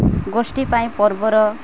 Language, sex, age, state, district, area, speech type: Odia, female, 45-60, Odisha, Malkangiri, urban, spontaneous